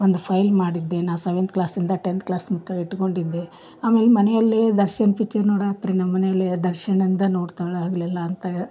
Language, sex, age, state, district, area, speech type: Kannada, female, 30-45, Karnataka, Dharwad, urban, spontaneous